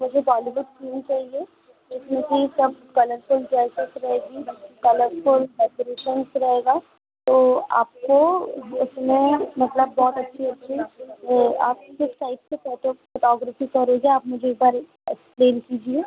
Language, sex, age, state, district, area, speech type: Hindi, female, 18-30, Madhya Pradesh, Chhindwara, urban, conversation